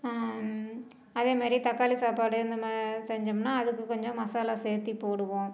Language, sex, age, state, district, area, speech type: Tamil, female, 45-60, Tamil Nadu, Salem, rural, spontaneous